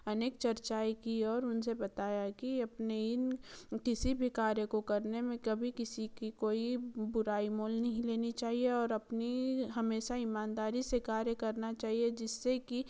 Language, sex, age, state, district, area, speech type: Hindi, female, 30-45, Madhya Pradesh, Betul, urban, spontaneous